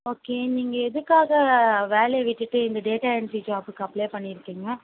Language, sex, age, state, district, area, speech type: Tamil, female, 18-30, Tamil Nadu, Ranipet, urban, conversation